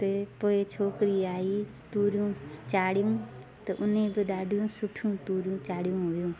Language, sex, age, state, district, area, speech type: Sindhi, female, 30-45, Delhi, South Delhi, urban, spontaneous